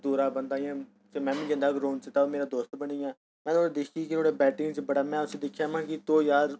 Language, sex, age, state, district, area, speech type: Dogri, male, 30-45, Jammu and Kashmir, Udhampur, urban, spontaneous